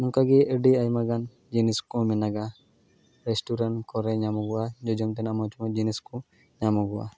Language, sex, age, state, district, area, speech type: Santali, male, 18-30, West Bengal, Malda, rural, spontaneous